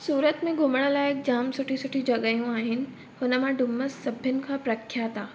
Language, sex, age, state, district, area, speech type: Sindhi, female, 18-30, Gujarat, Surat, urban, spontaneous